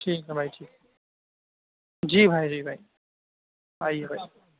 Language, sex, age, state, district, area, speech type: Urdu, male, 60+, Uttar Pradesh, Shahjahanpur, rural, conversation